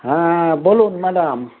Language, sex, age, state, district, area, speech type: Bengali, male, 45-60, West Bengal, Dakshin Dinajpur, rural, conversation